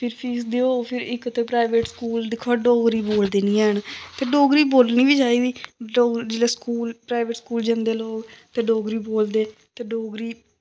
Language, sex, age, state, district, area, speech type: Dogri, female, 30-45, Jammu and Kashmir, Samba, rural, spontaneous